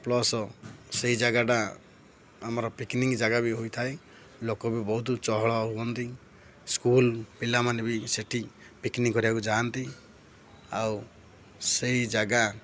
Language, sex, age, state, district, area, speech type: Odia, male, 45-60, Odisha, Ganjam, urban, spontaneous